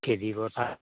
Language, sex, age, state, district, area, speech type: Assamese, male, 60+, Assam, Majuli, urban, conversation